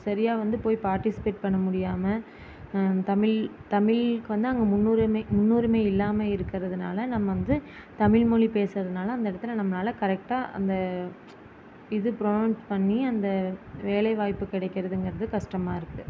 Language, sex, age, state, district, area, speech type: Tamil, female, 30-45, Tamil Nadu, Erode, rural, spontaneous